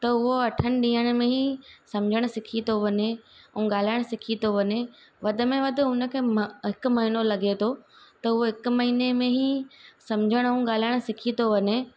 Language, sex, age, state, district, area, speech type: Sindhi, female, 30-45, Gujarat, Surat, urban, spontaneous